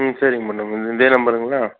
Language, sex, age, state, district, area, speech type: Tamil, male, 60+, Tamil Nadu, Mayiladuthurai, rural, conversation